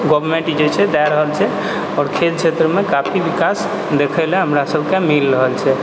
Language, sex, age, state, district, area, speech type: Maithili, male, 30-45, Bihar, Purnia, rural, spontaneous